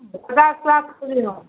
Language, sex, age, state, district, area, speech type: Gujarati, female, 60+, Gujarat, Kheda, rural, conversation